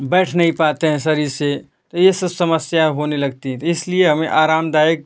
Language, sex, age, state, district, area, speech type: Hindi, male, 18-30, Uttar Pradesh, Ghazipur, rural, spontaneous